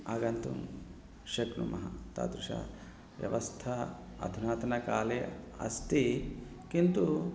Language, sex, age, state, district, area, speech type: Sanskrit, male, 30-45, Telangana, Hyderabad, urban, spontaneous